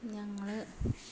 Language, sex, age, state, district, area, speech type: Malayalam, female, 45-60, Kerala, Malappuram, rural, spontaneous